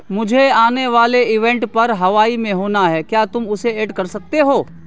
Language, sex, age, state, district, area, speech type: Urdu, male, 30-45, Bihar, Saharsa, urban, read